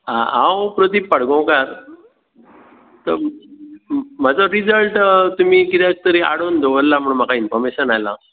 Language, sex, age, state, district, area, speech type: Goan Konkani, male, 60+, Goa, Bardez, rural, conversation